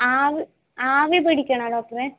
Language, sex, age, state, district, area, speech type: Malayalam, female, 30-45, Kerala, Kasaragod, rural, conversation